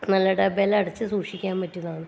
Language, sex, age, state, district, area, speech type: Malayalam, female, 30-45, Kerala, Kannur, rural, spontaneous